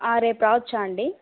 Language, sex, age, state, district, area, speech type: Telugu, female, 18-30, Andhra Pradesh, Kadapa, rural, conversation